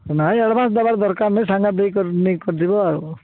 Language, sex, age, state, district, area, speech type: Odia, male, 60+, Odisha, Kalahandi, rural, conversation